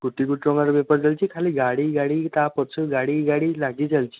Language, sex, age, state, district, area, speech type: Odia, male, 18-30, Odisha, Jagatsinghpur, urban, conversation